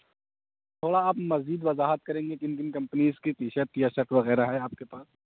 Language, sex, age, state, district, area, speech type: Urdu, male, 18-30, Uttar Pradesh, Azamgarh, urban, conversation